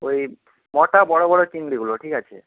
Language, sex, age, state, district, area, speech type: Bengali, male, 18-30, West Bengal, Nadia, urban, conversation